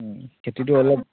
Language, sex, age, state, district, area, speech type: Assamese, male, 30-45, Assam, Charaideo, rural, conversation